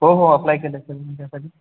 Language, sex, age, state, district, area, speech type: Marathi, male, 18-30, Maharashtra, Buldhana, rural, conversation